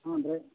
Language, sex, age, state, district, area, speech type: Kannada, male, 60+, Karnataka, Vijayanagara, rural, conversation